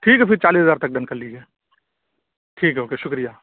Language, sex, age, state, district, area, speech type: Urdu, male, 45-60, Uttar Pradesh, Lucknow, urban, conversation